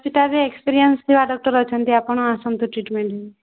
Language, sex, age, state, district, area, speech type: Odia, female, 18-30, Odisha, Subarnapur, urban, conversation